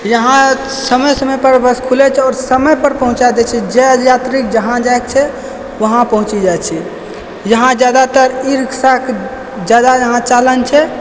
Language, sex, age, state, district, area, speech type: Maithili, male, 18-30, Bihar, Purnia, rural, spontaneous